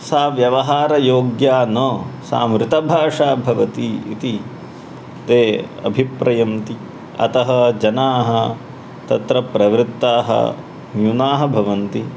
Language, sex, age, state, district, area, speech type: Sanskrit, male, 30-45, Karnataka, Uttara Kannada, urban, spontaneous